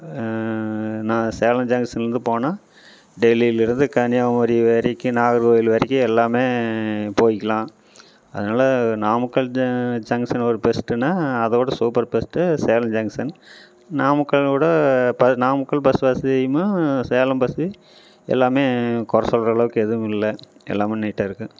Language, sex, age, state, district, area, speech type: Tamil, male, 45-60, Tamil Nadu, Namakkal, rural, spontaneous